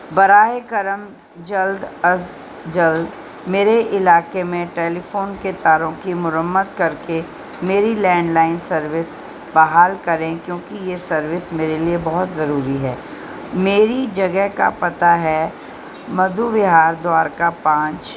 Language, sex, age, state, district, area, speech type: Urdu, female, 60+, Delhi, North East Delhi, urban, spontaneous